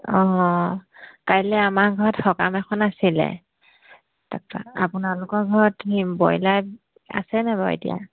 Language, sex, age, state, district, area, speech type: Assamese, female, 30-45, Assam, Dhemaji, rural, conversation